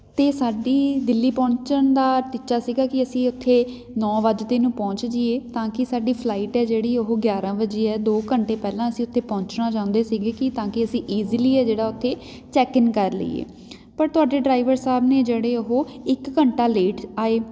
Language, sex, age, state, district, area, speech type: Punjabi, female, 30-45, Punjab, Patiala, rural, spontaneous